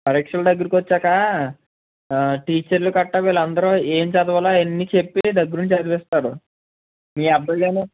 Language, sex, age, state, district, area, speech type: Telugu, male, 18-30, Andhra Pradesh, Konaseema, rural, conversation